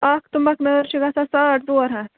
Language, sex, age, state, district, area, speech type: Kashmiri, female, 30-45, Jammu and Kashmir, Ganderbal, rural, conversation